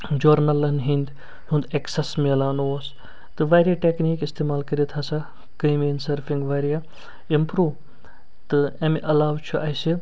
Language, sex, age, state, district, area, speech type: Kashmiri, male, 45-60, Jammu and Kashmir, Srinagar, urban, spontaneous